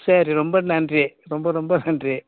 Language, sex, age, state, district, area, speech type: Tamil, male, 60+, Tamil Nadu, Thanjavur, rural, conversation